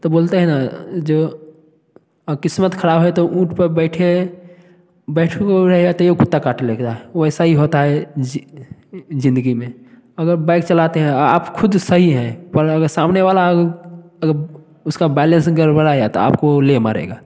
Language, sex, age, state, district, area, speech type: Hindi, male, 18-30, Bihar, Samastipur, rural, spontaneous